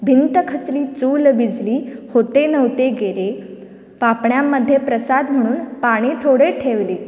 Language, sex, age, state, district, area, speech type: Goan Konkani, female, 18-30, Goa, Canacona, rural, spontaneous